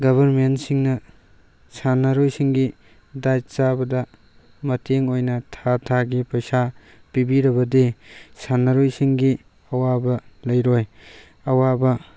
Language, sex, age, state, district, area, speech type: Manipuri, male, 18-30, Manipur, Tengnoupal, rural, spontaneous